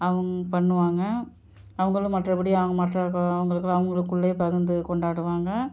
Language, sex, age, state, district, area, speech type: Tamil, female, 45-60, Tamil Nadu, Ariyalur, rural, spontaneous